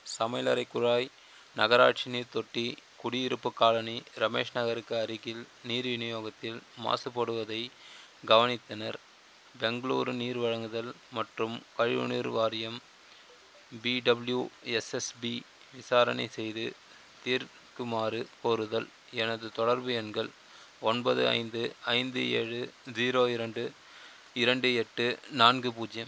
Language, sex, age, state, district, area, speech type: Tamil, male, 30-45, Tamil Nadu, Chengalpattu, rural, read